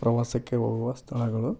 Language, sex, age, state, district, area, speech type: Kannada, male, 30-45, Karnataka, Vijayanagara, rural, spontaneous